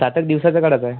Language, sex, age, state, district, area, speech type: Marathi, male, 18-30, Maharashtra, Yavatmal, urban, conversation